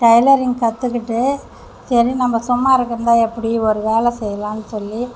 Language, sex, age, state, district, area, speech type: Tamil, female, 60+, Tamil Nadu, Mayiladuthurai, urban, spontaneous